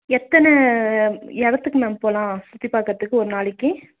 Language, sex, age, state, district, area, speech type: Tamil, female, 18-30, Tamil Nadu, Nilgiris, rural, conversation